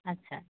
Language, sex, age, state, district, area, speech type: Bengali, female, 18-30, West Bengal, Hooghly, urban, conversation